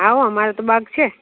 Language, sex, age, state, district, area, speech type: Gujarati, female, 60+, Gujarat, Junagadh, rural, conversation